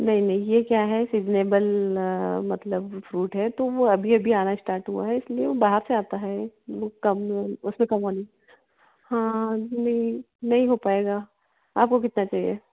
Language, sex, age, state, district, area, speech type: Hindi, female, 45-60, Madhya Pradesh, Betul, urban, conversation